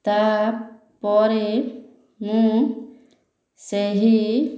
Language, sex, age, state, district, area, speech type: Odia, female, 30-45, Odisha, Ganjam, urban, spontaneous